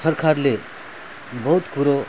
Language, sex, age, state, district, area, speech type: Nepali, male, 30-45, West Bengal, Alipurduar, urban, spontaneous